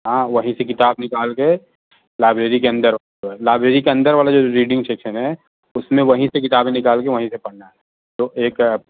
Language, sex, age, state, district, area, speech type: Urdu, male, 30-45, Uttar Pradesh, Azamgarh, rural, conversation